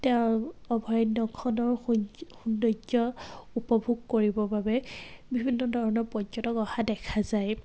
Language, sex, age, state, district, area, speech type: Assamese, female, 18-30, Assam, Dibrugarh, rural, spontaneous